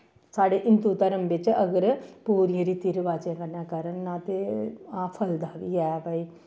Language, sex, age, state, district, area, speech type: Dogri, female, 45-60, Jammu and Kashmir, Samba, rural, spontaneous